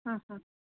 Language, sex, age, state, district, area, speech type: Kannada, female, 45-60, Karnataka, Chitradurga, rural, conversation